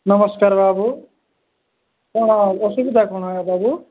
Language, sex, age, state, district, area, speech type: Odia, male, 45-60, Odisha, Nabarangpur, rural, conversation